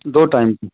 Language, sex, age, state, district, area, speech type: Hindi, male, 60+, Uttar Pradesh, Ayodhya, rural, conversation